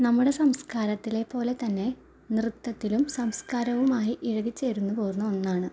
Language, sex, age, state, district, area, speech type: Malayalam, female, 18-30, Kerala, Ernakulam, rural, spontaneous